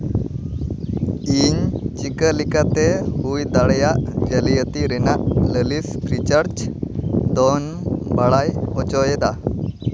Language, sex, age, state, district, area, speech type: Santali, male, 18-30, West Bengal, Malda, rural, read